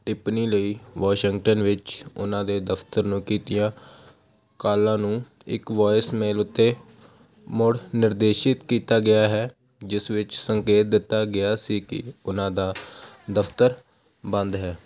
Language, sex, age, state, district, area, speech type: Punjabi, male, 18-30, Punjab, Hoshiarpur, rural, read